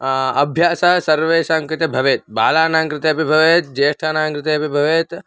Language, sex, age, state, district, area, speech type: Sanskrit, male, 18-30, Karnataka, Davanagere, rural, spontaneous